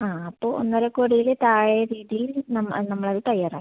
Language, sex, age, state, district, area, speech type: Malayalam, female, 18-30, Kerala, Kannur, urban, conversation